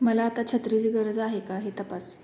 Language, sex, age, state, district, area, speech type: Marathi, female, 18-30, Maharashtra, Sangli, rural, read